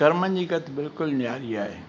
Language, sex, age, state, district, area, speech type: Sindhi, male, 60+, Rajasthan, Ajmer, urban, spontaneous